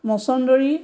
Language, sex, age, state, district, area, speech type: Assamese, female, 60+, Assam, Biswanath, rural, spontaneous